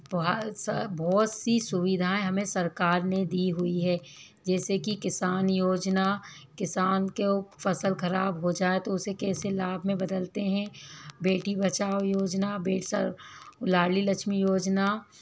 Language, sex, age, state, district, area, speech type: Hindi, female, 30-45, Madhya Pradesh, Bhopal, urban, spontaneous